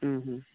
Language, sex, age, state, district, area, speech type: Bodo, male, 30-45, Assam, Baksa, urban, conversation